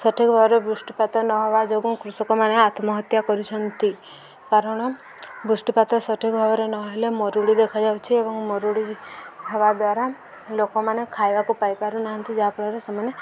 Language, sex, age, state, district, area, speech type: Odia, female, 18-30, Odisha, Subarnapur, urban, spontaneous